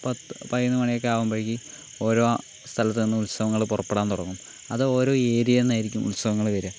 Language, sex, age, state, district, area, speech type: Malayalam, male, 18-30, Kerala, Palakkad, urban, spontaneous